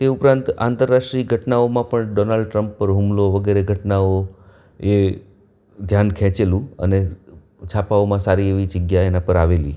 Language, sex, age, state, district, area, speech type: Gujarati, male, 45-60, Gujarat, Anand, urban, spontaneous